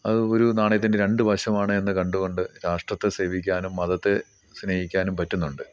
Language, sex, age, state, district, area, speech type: Malayalam, male, 45-60, Kerala, Idukki, rural, spontaneous